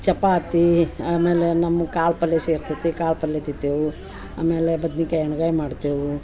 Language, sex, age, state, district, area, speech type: Kannada, female, 60+, Karnataka, Dharwad, rural, spontaneous